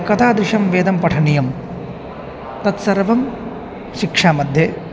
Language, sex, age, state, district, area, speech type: Sanskrit, male, 18-30, Assam, Kokrajhar, rural, spontaneous